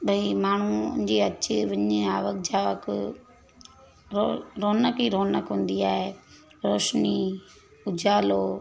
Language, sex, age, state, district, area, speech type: Sindhi, female, 30-45, Gujarat, Surat, urban, spontaneous